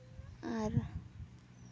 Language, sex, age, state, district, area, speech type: Santali, female, 18-30, West Bengal, Purulia, rural, spontaneous